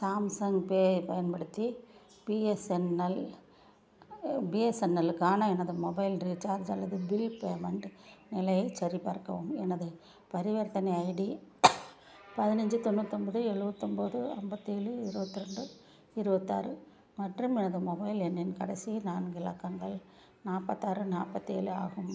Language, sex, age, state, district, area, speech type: Tamil, female, 60+, Tamil Nadu, Perambalur, rural, read